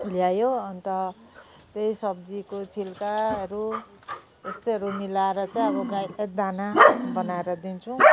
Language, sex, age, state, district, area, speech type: Nepali, female, 45-60, West Bengal, Jalpaiguri, rural, spontaneous